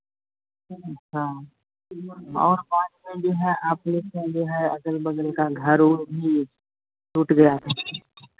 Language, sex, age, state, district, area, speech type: Hindi, male, 30-45, Bihar, Madhepura, rural, conversation